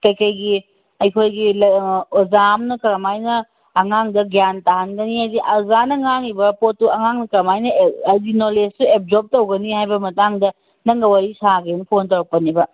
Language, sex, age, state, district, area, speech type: Manipuri, female, 30-45, Manipur, Tengnoupal, urban, conversation